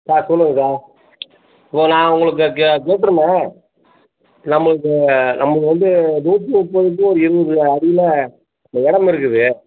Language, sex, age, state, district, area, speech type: Tamil, male, 45-60, Tamil Nadu, Tiruppur, rural, conversation